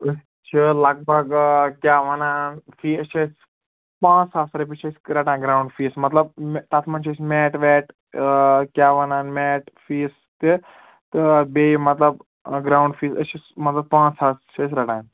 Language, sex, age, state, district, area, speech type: Kashmiri, male, 18-30, Jammu and Kashmir, Ganderbal, rural, conversation